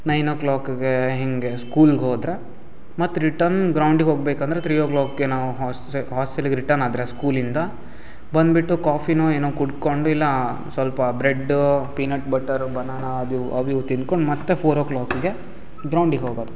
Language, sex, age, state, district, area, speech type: Kannada, male, 18-30, Karnataka, Uttara Kannada, rural, spontaneous